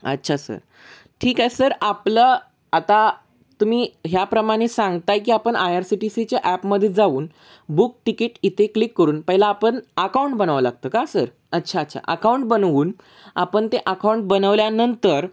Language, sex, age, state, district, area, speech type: Marathi, male, 18-30, Maharashtra, Sangli, urban, spontaneous